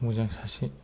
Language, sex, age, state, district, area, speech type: Bodo, male, 30-45, Assam, Kokrajhar, rural, spontaneous